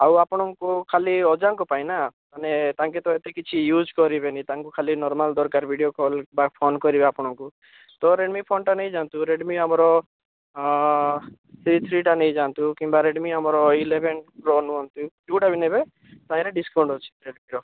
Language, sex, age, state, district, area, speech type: Odia, male, 18-30, Odisha, Bhadrak, rural, conversation